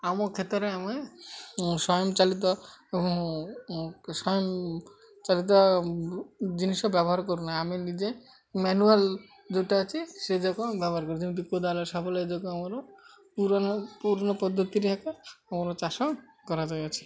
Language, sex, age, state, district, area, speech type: Odia, male, 45-60, Odisha, Malkangiri, urban, spontaneous